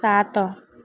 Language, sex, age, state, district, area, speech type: Odia, female, 18-30, Odisha, Ganjam, urban, read